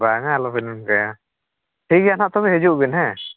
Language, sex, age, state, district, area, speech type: Santali, male, 45-60, Odisha, Mayurbhanj, rural, conversation